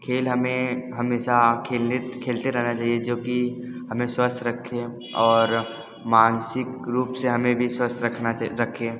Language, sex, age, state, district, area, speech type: Hindi, male, 18-30, Uttar Pradesh, Mirzapur, urban, spontaneous